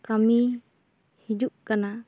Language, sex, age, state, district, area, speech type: Santali, female, 18-30, West Bengal, Bankura, rural, spontaneous